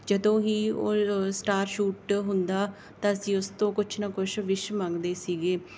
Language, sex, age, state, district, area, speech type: Punjabi, female, 18-30, Punjab, Bathinda, rural, spontaneous